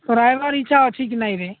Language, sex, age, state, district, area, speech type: Odia, male, 45-60, Odisha, Nabarangpur, rural, conversation